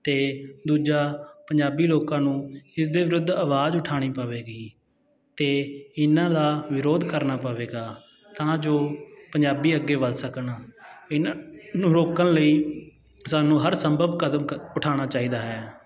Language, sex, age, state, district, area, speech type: Punjabi, male, 30-45, Punjab, Sangrur, rural, spontaneous